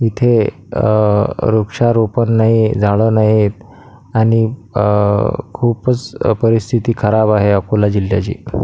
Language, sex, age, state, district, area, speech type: Marathi, male, 30-45, Maharashtra, Akola, urban, spontaneous